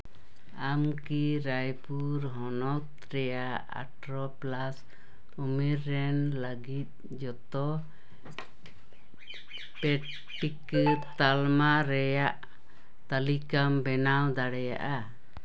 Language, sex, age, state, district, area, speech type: Santali, female, 60+, West Bengal, Paschim Bardhaman, urban, read